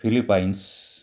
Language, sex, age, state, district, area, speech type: Marathi, male, 45-60, Maharashtra, Sindhudurg, rural, spontaneous